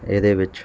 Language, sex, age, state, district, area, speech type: Punjabi, male, 30-45, Punjab, Mansa, urban, spontaneous